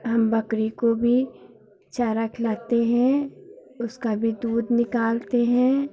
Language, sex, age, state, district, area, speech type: Hindi, female, 45-60, Uttar Pradesh, Hardoi, rural, spontaneous